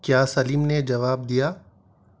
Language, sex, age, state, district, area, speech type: Urdu, male, 30-45, Telangana, Hyderabad, urban, read